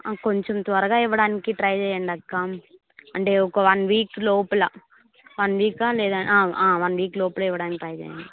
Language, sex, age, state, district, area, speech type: Telugu, female, 18-30, Andhra Pradesh, Kadapa, urban, conversation